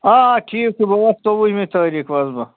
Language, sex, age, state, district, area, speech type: Kashmiri, male, 30-45, Jammu and Kashmir, Srinagar, urban, conversation